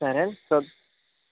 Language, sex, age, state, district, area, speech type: Telugu, male, 18-30, Andhra Pradesh, Konaseema, rural, conversation